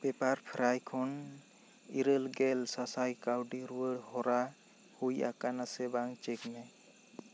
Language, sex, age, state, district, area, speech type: Santali, male, 18-30, West Bengal, Bankura, rural, read